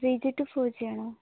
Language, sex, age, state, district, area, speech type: Malayalam, female, 18-30, Kerala, Kasaragod, rural, conversation